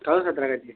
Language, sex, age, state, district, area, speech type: Tamil, male, 18-30, Tamil Nadu, Viluppuram, rural, conversation